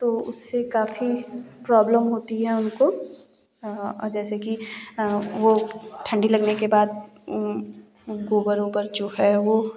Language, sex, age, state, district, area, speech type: Hindi, female, 18-30, Uttar Pradesh, Jaunpur, rural, spontaneous